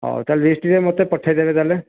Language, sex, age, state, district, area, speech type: Odia, male, 45-60, Odisha, Dhenkanal, rural, conversation